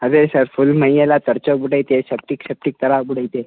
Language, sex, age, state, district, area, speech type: Kannada, male, 18-30, Karnataka, Mysore, rural, conversation